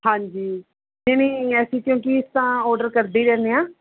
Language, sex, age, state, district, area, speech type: Punjabi, female, 30-45, Punjab, Mansa, urban, conversation